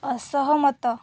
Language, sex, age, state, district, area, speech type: Odia, female, 18-30, Odisha, Balasore, rural, read